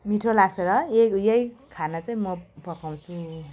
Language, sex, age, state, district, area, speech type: Nepali, female, 45-60, West Bengal, Jalpaiguri, rural, spontaneous